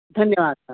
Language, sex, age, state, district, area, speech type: Sanskrit, female, 45-60, Karnataka, Dakshina Kannada, urban, conversation